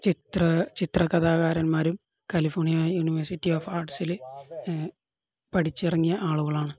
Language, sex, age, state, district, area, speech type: Malayalam, male, 18-30, Kerala, Kozhikode, rural, spontaneous